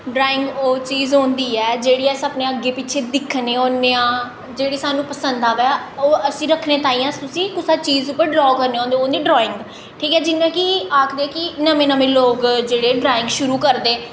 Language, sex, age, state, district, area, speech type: Dogri, female, 18-30, Jammu and Kashmir, Jammu, urban, spontaneous